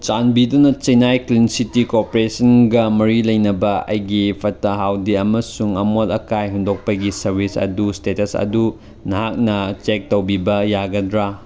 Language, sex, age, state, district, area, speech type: Manipuri, male, 18-30, Manipur, Chandel, rural, read